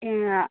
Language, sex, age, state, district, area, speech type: Malayalam, female, 18-30, Kerala, Wayanad, rural, conversation